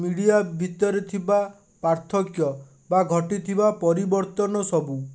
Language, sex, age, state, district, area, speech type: Odia, male, 30-45, Odisha, Bhadrak, rural, spontaneous